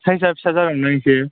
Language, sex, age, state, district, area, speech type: Bodo, male, 18-30, Assam, Udalguri, urban, conversation